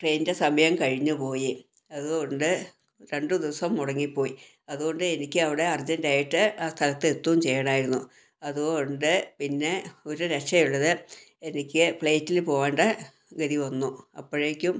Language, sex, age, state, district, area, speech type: Malayalam, female, 60+, Kerala, Wayanad, rural, spontaneous